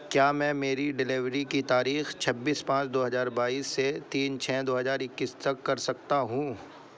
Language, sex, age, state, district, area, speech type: Urdu, male, 18-30, Uttar Pradesh, Saharanpur, urban, read